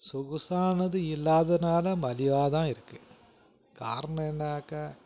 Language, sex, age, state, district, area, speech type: Tamil, male, 45-60, Tamil Nadu, Krishnagiri, rural, spontaneous